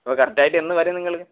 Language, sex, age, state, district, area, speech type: Malayalam, male, 18-30, Kerala, Kollam, rural, conversation